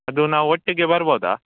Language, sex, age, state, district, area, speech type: Kannada, male, 18-30, Karnataka, Shimoga, rural, conversation